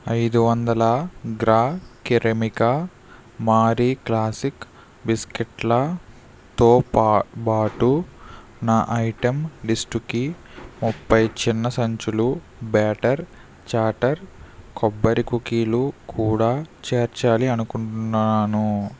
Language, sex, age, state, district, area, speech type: Telugu, male, 45-60, Andhra Pradesh, East Godavari, urban, read